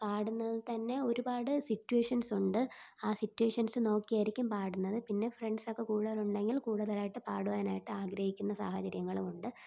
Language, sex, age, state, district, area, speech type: Malayalam, female, 18-30, Kerala, Thiruvananthapuram, rural, spontaneous